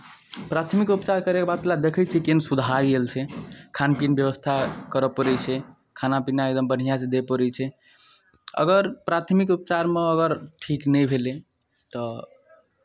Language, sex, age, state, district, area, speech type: Maithili, male, 18-30, Bihar, Araria, rural, spontaneous